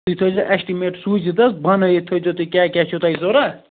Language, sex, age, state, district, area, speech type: Kashmiri, male, 18-30, Jammu and Kashmir, Ganderbal, rural, conversation